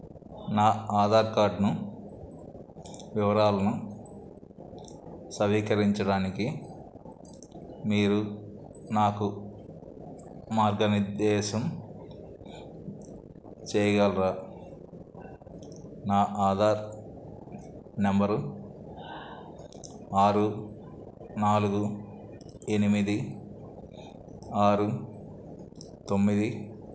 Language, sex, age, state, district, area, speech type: Telugu, male, 45-60, Andhra Pradesh, N T Rama Rao, urban, read